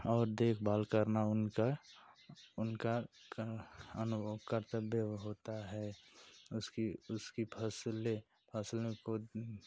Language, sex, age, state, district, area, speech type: Hindi, male, 30-45, Uttar Pradesh, Ghazipur, rural, spontaneous